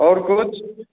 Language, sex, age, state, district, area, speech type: Hindi, male, 30-45, Bihar, Begusarai, rural, conversation